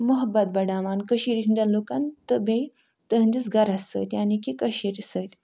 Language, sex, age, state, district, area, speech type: Kashmiri, female, 60+, Jammu and Kashmir, Ganderbal, urban, spontaneous